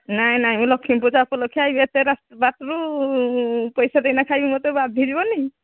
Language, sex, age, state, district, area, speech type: Odia, female, 45-60, Odisha, Angul, rural, conversation